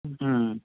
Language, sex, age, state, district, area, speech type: Bengali, male, 60+, West Bengal, Paschim Bardhaman, rural, conversation